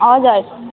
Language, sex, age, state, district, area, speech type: Nepali, female, 18-30, West Bengal, Darjeeling, rural, conversation